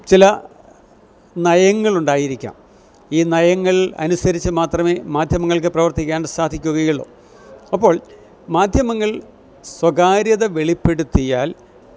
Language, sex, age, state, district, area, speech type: Malayalam, male, 60+, Kerala, Kottayam, rural, spontaneous